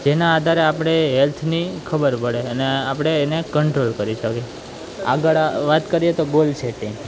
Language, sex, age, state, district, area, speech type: Gujarati, male, 18-30, Gujarat, Junagadh, urban, spontaneous